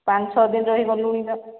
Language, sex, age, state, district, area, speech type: Odia, female, 45-60, Odisha, Sambalpur, rural, conversation